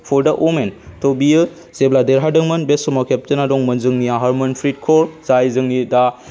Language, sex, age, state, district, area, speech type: Bodo, male, 30-45, Assam, Chirang, rural, spontaneous